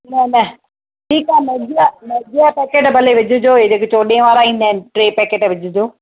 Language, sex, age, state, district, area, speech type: Sindhi, female, 45-60, Maharashtra, Thane, urban, conversation